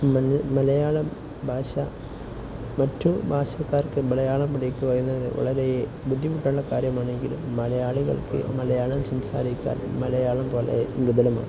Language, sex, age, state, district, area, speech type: Malayalam, male, 18-30, Kerala, Kozhikode, rural, spontaneous